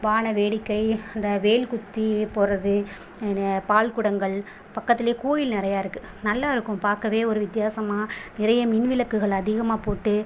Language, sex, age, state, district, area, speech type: Tamil, female, 30-45, Tamil Nadu, Pudukkottai, rural, spontaneous